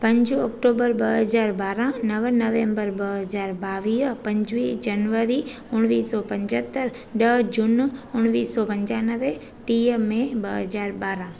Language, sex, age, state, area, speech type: Sindhi, female, 30-45, Gujarat, urban, spontaneous